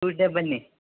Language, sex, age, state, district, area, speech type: Kannada, male, 60+, Karnataka, Shimoga, rural, conversation